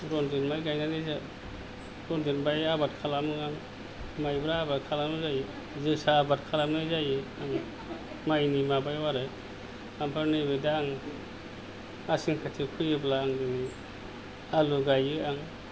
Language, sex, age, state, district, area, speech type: Bodo, male, 60+, Assam, Kokrajhar, rural, spontaneous